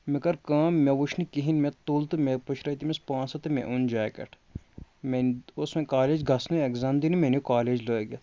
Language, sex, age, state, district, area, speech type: Kashmiri, male, 30-45, Jammu and Kashmir, Kulgam, rural, spontaneous